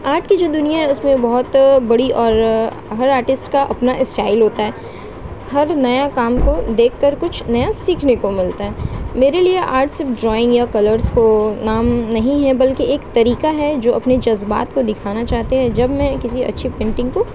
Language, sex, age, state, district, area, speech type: Urdu, female, 18-30, West Bengal, Kolkata, urban, spontaneous